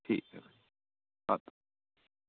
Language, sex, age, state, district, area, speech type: Urdu, male, 18-30, Uttar Pradesh, Shahjahanpur, rural, conversation